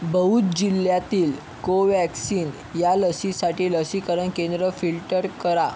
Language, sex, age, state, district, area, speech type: Marathi, male, 45-60, Maharashtra, Yavatmal, urban, read